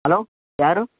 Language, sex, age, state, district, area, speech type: Kannada, male, 18-30, Karnataka, Chitradurga, urban, conversation